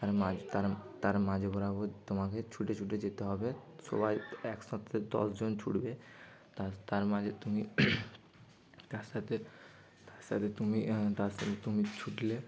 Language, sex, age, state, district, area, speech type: Bengali, male, 30-45, West Bengal, Bankura, urban, spontaneous